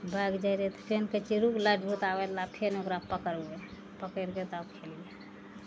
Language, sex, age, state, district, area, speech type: Maithili, female, 45-60, Bihar, Araria, urban, spontaneous